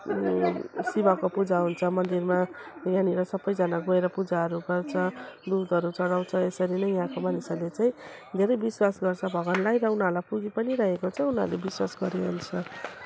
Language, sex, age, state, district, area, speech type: Nepali, female, 30-45, West Bengal, Jalpaiguri, urban, spontaneous